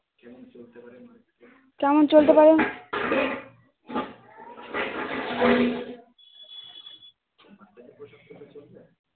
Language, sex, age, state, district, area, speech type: Bengali, female, 18-30, West Bengal, Uttar Dinajpur, urban, conversation